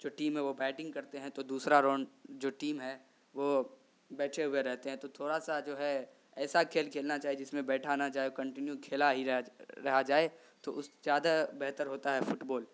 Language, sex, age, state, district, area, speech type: Urdu, male, 18-30, Bihar, Saharsa, rural, spontaneous